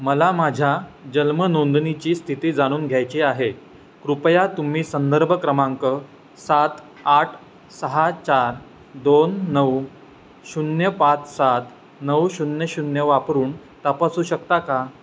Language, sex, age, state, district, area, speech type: Marathi, male, 18-30, Maharashtra, Ratnagiri, rural, read